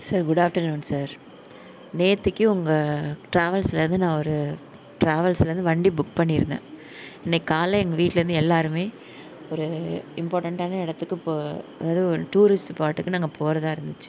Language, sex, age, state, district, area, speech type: Tamil, female, 18-30, Tamil Nadu, Nagapattinam, rural, spontaneous